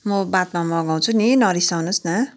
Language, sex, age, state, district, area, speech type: Nepali, female, 45-60, West Bengal, Kalimpong, rural, spontaneous